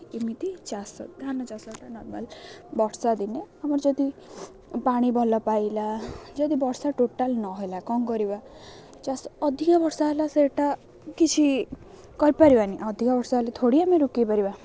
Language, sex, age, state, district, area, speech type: Odia, female, 18-30, Odisha, Jagatsinghpur, rural, spontaneous